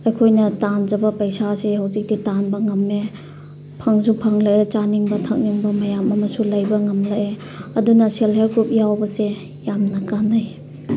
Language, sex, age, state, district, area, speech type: Manipuri, female, 30-45, Manipur, Chandel, rural, spontaneous